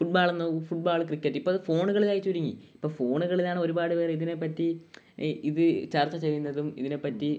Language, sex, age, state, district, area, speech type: Malayalam, male, 18-30, Kerala, Kollam, rural, spontaneous